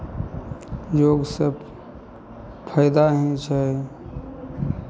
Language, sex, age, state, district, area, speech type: Maithili, male, 18-30, Bihar, Madhepura, rural, spontaneous